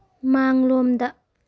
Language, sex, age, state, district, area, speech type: Manipuri, female, 30-45, Manipur, Tengnoupal, rural, read